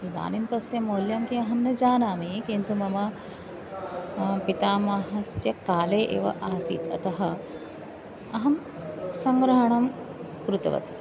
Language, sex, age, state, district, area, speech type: Sanskrit, female, 45-60, Maharashtra, Nagpur, urban, spontaneous